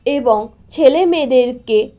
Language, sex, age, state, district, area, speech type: Bengali, female, 18-30, West Bengal, Malda, rural, spontaneous